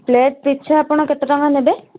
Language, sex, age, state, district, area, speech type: Odia, female, 18-30, Odisha, Kendujhar, urban, conversation